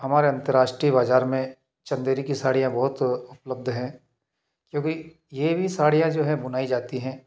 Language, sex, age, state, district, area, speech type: Hindi, male, 30-45, Madhya Pradesh, Ujjain, urban, spontaneous